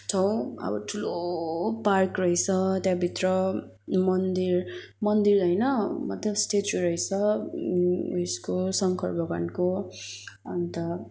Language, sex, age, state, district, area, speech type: Nepali, female, 18-30, West Bengal, Kalimpong, rural, spontaneous